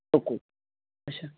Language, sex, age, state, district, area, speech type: Kashmiri, male, 18-30, Jammu and Kashmir, Srinagar, urban, conversation